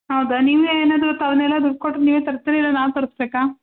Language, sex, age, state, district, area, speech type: Kannada, female, 30-45, Karnataka, Hassan, urban, conversation